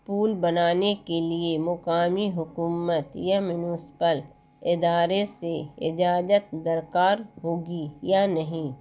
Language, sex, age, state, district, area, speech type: Urdu, female, 60+, Bihar, Gaya, urban, spontaneous